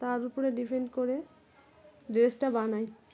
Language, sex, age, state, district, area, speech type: Bengali, female, 18-30, West Bengal, Dakshin Dinajpur, urban, spontaneous